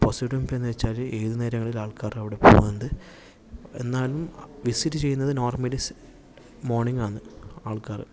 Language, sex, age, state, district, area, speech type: Malayalam, male, 18-30, Kerala, Kasaragod, urban, spontaneous